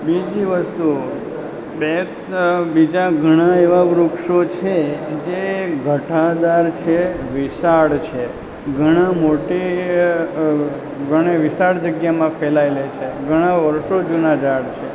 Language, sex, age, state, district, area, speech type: Gujarati, male, 30-45, Gujarat, Valsad, rural, spontaneous